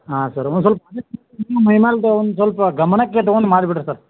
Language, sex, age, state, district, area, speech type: Kannada, male, 45-60, Karnataka, Belgaum, rural, conversation